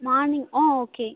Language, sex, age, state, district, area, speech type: Tamil, female, 18-30, Tamil Nadu, Tiruchirappalli, rural, conversation